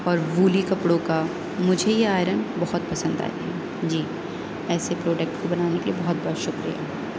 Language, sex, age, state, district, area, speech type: Urdu, female, 18-30, Uttar Pradesh, Aligarh, urban, spontaneous